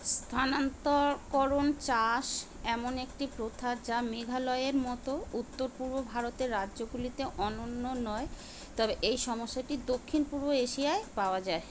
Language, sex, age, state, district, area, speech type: Bengali, female, 45-60, West Bengal, Kolkata, urban, read